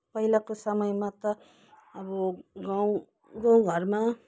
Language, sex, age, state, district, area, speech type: Nepali, female, 30-45, West Bengal, Kalimpong, rural, spontaneous